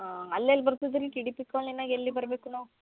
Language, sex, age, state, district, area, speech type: Kannada, female, 18-30, Karnataka, Bidar, urban, conversation